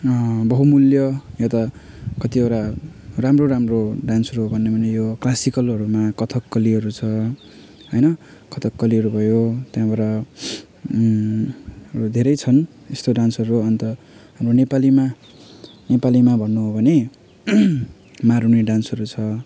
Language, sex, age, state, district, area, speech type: Nepali, male, 30-45, West Bengal, Jalpaiguri, urban, spontaneous